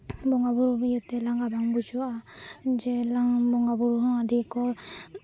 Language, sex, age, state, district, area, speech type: Santali, female, 18-30, West Bengal, Jhargram, rural, spontaneous